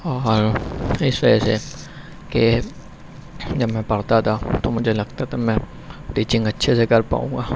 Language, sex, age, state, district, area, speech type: Urdu, male, 18-30, Uttar Pradesh, Shahjahanpur, urban, spontaneous